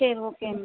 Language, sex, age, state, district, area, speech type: Tamil, female, 30-45, Tamil Nadu, Tiruchirappalli, rural, conversation